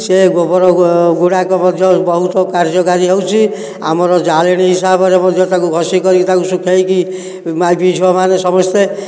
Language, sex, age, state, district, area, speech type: Odia, male, 60+, Odisha, Nayagarh, rural, spontaneous